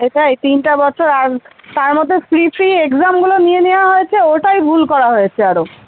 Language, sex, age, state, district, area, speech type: Bengali, female, 30-45, West Bengal, Alipurduar, rural, conversation